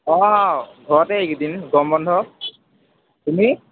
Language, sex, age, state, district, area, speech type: Assamese, male, 18-30, Assam, Jorhat, urban, conversation